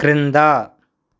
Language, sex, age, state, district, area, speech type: Telugu, male, 30-45, Andhra Pradesh, East Godavari, rural, read